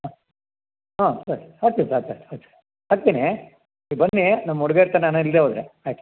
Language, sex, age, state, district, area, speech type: Kannada, male, 60+, Karnataka, Kolar, rural, conversation